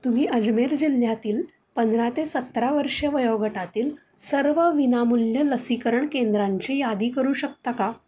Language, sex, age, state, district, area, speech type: Marathi, female, 30-45, Maharashtra, Pune, urban, read